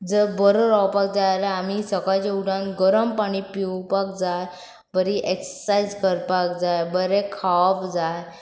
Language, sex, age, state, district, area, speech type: Goan Konkani, female, 18-30, Goa, Pernem, rural, spontaneous